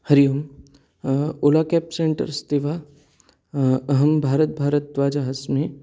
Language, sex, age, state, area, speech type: Sanskrit, male, 18-30, Haryana, urban, spontaneous